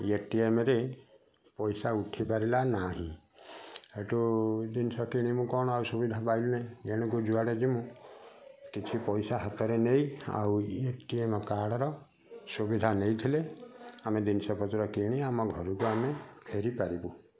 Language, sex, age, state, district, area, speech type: Odia, male, 45-60, Odisha, Kendujhar, urban, spontaneous